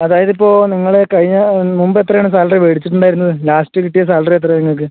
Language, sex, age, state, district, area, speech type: Malayalam, male, 18-30, Kerala, Palakkad, rural, conversation